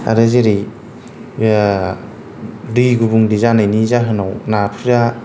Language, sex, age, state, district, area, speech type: Bodo, male, 30-45, Assam, Kokrajhar, rural, spontaneous